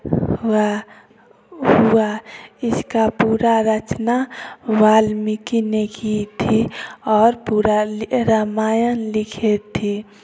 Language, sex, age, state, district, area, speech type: Hindi, female, 30-45, Bihar, Samastipur, rural, spontaneous